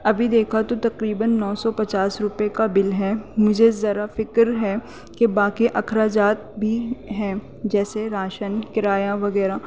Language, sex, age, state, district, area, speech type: Urdu, female, 18-30, Delhi, North East Delhi, urban, spontaneous